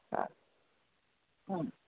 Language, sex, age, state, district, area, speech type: Kannada, female, 45-60, Karnataka, Bangalore Rural, rural, conversation